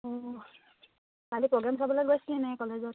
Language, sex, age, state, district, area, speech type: Assamese, female, 18-30, Assam, Charaideo, urban, conversation